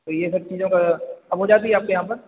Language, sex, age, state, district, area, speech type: Hindi, male, 30-45, Madhya Pradesh, Hoshangabad, rural, conversation